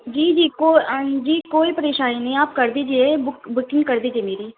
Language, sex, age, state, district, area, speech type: Urdu, female, 18-30, Delhi, Central Delhi, urban, conversation